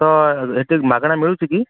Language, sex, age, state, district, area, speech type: Odia, male, 18-30, Odisha, Kendrapara, urban, conversation